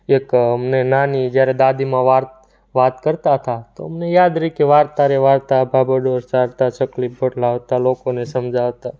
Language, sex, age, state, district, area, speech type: Gujarati, male, 18-30, Gujarat, Surat, rural, spontaneous